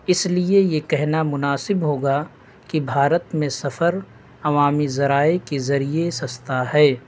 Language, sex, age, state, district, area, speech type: Urdu, male, 18-30, Delhi, North East Delhi, rural, spontaneous